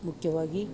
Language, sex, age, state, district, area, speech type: Kannada, female, 45-60, Karnataka, Chikkamagaluru, rural, spontaneous